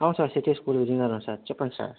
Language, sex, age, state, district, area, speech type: Telugu, male, 60+, Andhra Pradesh, Vizianagaram, rural, conversation